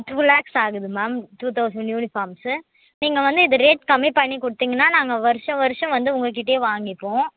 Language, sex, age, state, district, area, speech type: Tamil, female, 18-30, Tamil Nadu, Vellore, urban, conversation